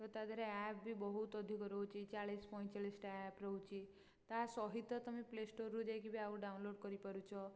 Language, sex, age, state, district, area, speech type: Odia, female, 18-30, Odisha, Puri, urban, spontaneous